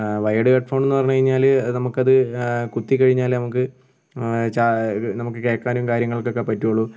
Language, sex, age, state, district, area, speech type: Malayalam, male, 60+, Kerala, Wayanad, rural, spontaneous